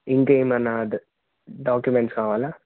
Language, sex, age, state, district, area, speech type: Telugu, male, 18-30, Telangana, Hanamkonda, urban, conversation